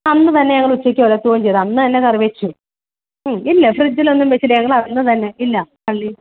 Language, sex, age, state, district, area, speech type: Malayalam, female, 30-45, Kerala, Alappuzha, rural, conversation